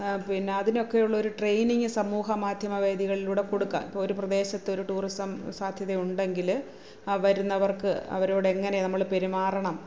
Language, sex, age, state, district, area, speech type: Malayalam, female, 45-60, Kerala, Kollam, rural, spontaneous